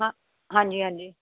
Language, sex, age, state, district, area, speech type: Punjabi, female, 30-45, Punjab, Muktsar, urban, conversation